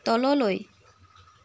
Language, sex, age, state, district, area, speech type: Assamese, female, 45-60, Assam, Tinsukia, rural, read